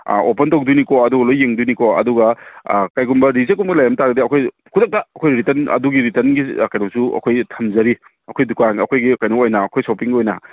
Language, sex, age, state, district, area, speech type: Manipuri, male, 30-45, Manipur, Kangpokpi, urban, conversation